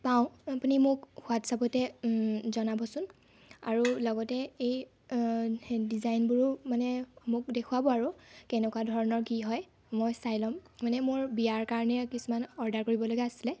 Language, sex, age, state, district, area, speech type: Assamese, female, 18-30, Assam, Lakhimpur, urban, spontaneous